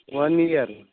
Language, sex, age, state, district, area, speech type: Urdu, male, 18-30, Delhi, South Delhi, urban, conversation